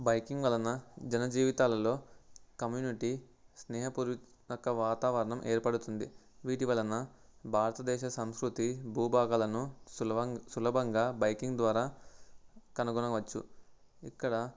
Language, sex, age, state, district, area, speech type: Telugu, male, 18-30, Andhra Pradesh, Nellore, rural, spontaneous